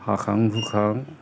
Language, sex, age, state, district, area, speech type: Bodo, male, 60+, Assam, Kokrajhar, urban, spontaneous